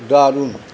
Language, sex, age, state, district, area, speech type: Bengali, male, 45-60, West Bengal, Paschim Bardhaman, rural, read